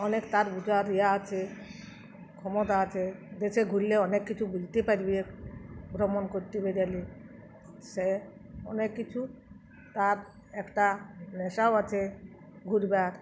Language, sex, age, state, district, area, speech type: Bengali, female, 45-60, West Bengal, Uttar Dinajpur, rural, spontaneous